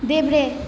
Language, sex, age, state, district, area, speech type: Nepali, female, 30-45, West Bengal, Alipurduar, urban, read